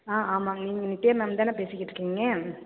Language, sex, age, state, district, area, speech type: Tamil, female, 30-45, Tamil Nadu, Perambalur, rural, conversation